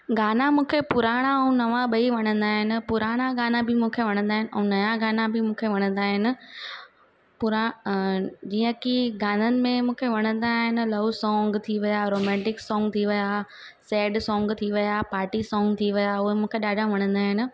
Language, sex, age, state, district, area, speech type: Sindhi, female, 30-45, Gujarat, Surat, urban, spontaneous